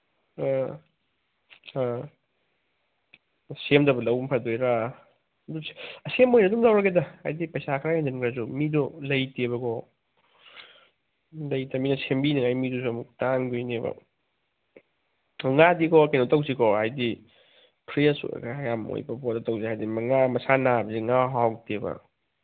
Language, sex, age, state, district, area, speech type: Manipuri, male, 30-45, Manipur, Thoubal, rural, conversation